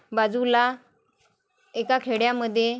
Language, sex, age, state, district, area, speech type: Marathi, female, 30-45, Maharashtra, Wardha, rural, spontaneous